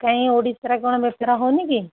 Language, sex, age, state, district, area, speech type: Odia, female, 60+, Odisha, Jharsuguda, rural, conversation